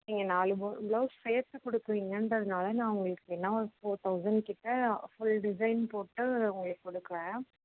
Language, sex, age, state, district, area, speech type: Tamil, female, 30-45, Tamil Nadu, Mayiladuthurai, rural, conversation